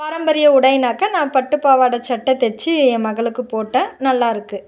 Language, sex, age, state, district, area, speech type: Tamil, female, 30-45, Tamil Nadu, Dharmapuri, rural, spontaneous